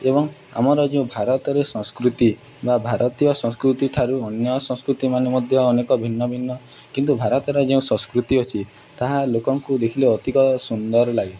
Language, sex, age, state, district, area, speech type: Odia, male, 18-30, Odisha, Nuapada, urban, spontaneous